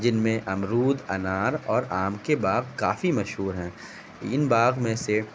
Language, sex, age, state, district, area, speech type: Urdu, male, 18-30, Uttar Pradesh, Shahjahanpur, urban, spontaneous